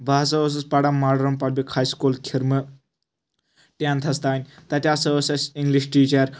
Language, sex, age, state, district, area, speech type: Kashmiri, male, 18-30, Jammu and Kashmir, Anantnag, rural, spontaneous